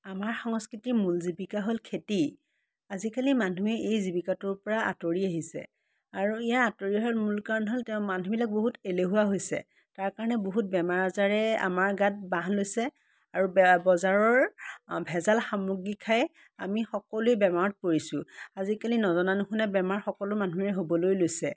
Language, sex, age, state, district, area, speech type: Assamese, female, 30-45, Assam, Biswanath, rural, spontaneous